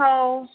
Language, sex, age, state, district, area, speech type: Marathi, female, 30-45, Maharashtra, Nagpur, urban, conversation